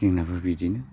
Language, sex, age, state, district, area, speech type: Bodo, male, 45-60, Assam, Baksa, rural, spontaneous